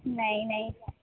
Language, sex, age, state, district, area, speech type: Urdu, female, 18-30, Delhi, North East Delhi, urban, conversation